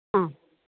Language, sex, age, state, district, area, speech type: Malayalam, female, 45-60, Kerala, Idukki, rural, conversation